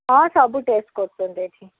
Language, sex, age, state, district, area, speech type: Odia, female, 60+, Odisha, Koraput, urban, conversation